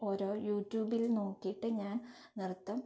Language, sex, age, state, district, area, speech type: Malayalam, female, 18-30, Kerala, Kannur, urban, spontaneous